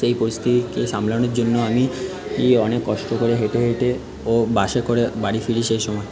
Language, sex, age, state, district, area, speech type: Bengali, male, 30-45, West Bengal, Paschim Bardhaman, urban, spontaneous